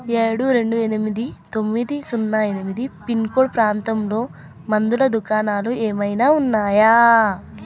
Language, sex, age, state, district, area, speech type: Telugu, female, 18-30, Telangana, Hyderabad, urban, read